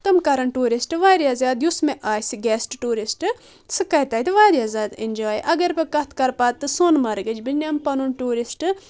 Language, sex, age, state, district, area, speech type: Kashmiri, female, 18-30, Jammu and Kashmir, Budgam, rural, spontaneous